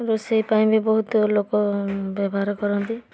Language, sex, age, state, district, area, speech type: Odia, female, 18-30, Odisha, Balasore, rural, spontaneous